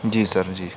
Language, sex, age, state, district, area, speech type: Urdu, male, 18-30, Uttar Pradesh, Saharanpur, urban, spontaneous